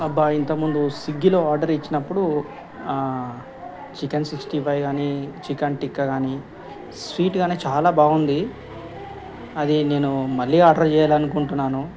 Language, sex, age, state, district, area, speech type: Telugu, male, 45-60, Telangana, Ranga Reddy, urban, spontaneous